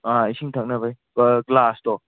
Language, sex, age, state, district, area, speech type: Manipuri, male, 18-30, Manipur, Kangpokpi, urban, conversation